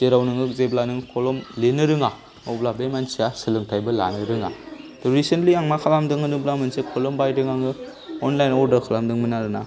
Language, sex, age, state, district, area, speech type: Bodo, male, 30-45, Assam, Chirang, rural, spontaneous